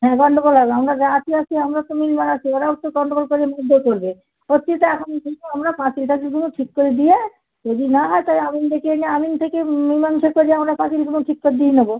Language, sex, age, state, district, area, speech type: Bengali, female, 60+, West Bengal, Uttar Dinajpur, urban, conversation